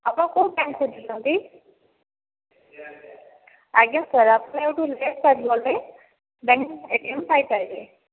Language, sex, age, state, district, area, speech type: Odia, female, 30-45, Odisha, Jajpur, rural, conversation